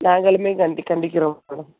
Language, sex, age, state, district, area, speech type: Tamil, female, 30-45, Tamil Nadu, Theni, rural, conversation